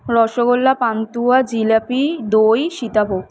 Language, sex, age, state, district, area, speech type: Bengali, female, 18-30, West Bengal, Kolkata, urban, spontaneous